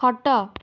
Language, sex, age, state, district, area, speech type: Odia, female, 18-30, Odisha, Ganjam, urban, read